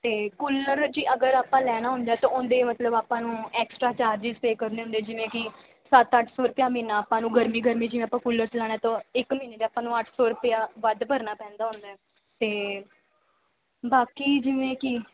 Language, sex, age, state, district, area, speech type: Punjabi, female, 18-30, Punjab, Mansa, urban, conversation